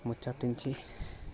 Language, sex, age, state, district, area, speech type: Telugu, male, 18-30, Telangana, Vikarabad, urban, spontaneous